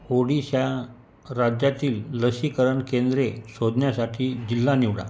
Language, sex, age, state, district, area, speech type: Marathi, male, 45-60, Maharashtra, Buldhana, rural, read